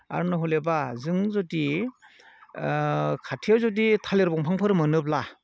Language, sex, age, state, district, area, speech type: Bodo, male, 45-60, Assam, Udalguri, rural, spontaneous